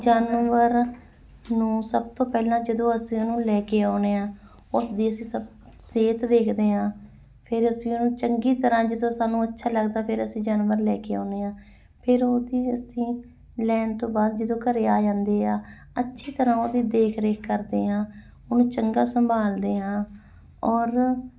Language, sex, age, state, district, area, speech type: Punjabi, female, 30-45, Punjab, Muktsar, urban, spontaneous